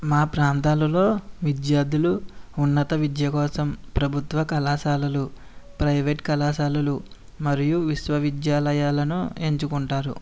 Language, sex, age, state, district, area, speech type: Telugu, male, 18-30, Andhra Pradesh, East Godavari, rural, spontaneous